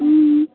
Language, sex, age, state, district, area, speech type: Nepali, female, 18-30, West Bengal, Jalpaiguri, rural, conversation